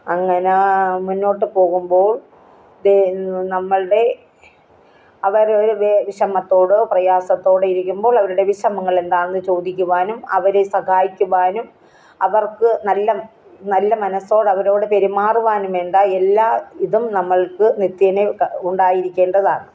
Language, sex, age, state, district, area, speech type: Malayalam, female, 60+, Kerala, Kollam, rural, spontaneous